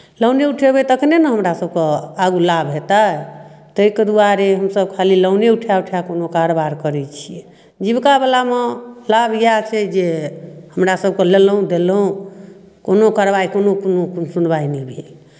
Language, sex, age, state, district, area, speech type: Maithili, female, 45-60, Bihar, Darbhanga, rural, spontaneous